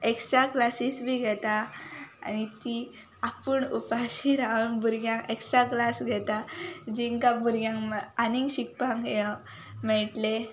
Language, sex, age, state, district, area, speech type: Goan Konkani, female, 18-30, Goa, Ponda, rural, spontaneous